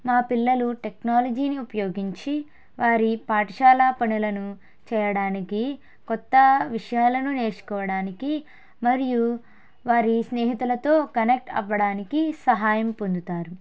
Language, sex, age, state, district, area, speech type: Telugu, female, 18-30, Andhra Pradesh, Konaseema, rural, spontaneous